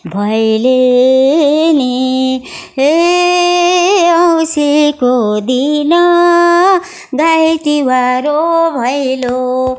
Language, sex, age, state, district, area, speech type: Nepali, female, 60+, West Bengal, Darjeeling, rural, spontaneous